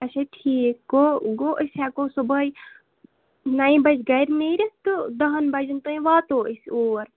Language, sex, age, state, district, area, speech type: Kashmiri, female, 30-45, Jammu and Kashmir, Bandipora, rural, conversation